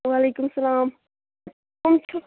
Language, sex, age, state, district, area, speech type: Kashmiri, female, 18-30, Jammu and Kashmir, Shopian, rural, conversation